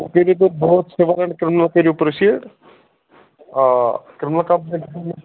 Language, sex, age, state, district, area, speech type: Kashmiri, male, 30-45, Jammu and Kashmir, Baramulla, urban, conversation